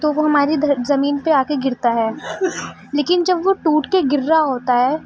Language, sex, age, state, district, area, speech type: Urdu, female, 18-30, Delhi, East Delhi, rural, spontaneous